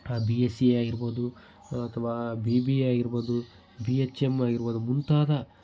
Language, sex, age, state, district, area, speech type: Kannada, male, 18-30, Karnataka, Chitradurga, rural, spontaneous